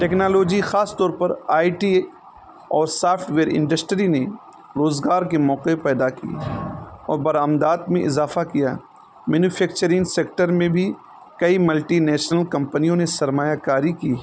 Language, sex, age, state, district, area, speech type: Urdu, male, 30-45, Uttar Pradesh, Balrampur, rural, spontaneous